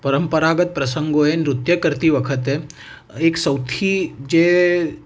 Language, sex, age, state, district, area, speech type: Gujarati, male, 18-30, Gujarat, Ahmedabad, urban, spontaneous